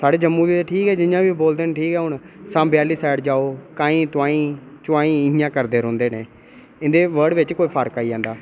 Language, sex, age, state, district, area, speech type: Dogri, male, 18-30, Jammu and Kashmir, Reasi, rural, spontaneous